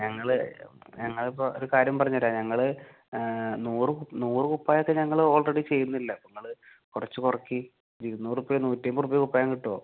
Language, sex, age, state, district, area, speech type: Malayalam, male, 18-30, Kerala, Malappuram, rural, conversation